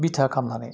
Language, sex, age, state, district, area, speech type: Bodo, male, 60+, Assam, Udalguri, urban, spontaneous